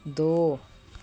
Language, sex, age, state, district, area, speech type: Punjabi, female, 45-60, Punjab, Patiala, urban, read